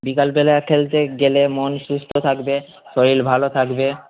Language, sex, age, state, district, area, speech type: Bengali, male, 18-30, West Bengal, Malda, urban, conversation